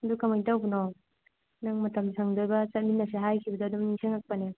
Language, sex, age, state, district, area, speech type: Manipuri, female, 18-30, Manipur, Thoubal, rural, conversation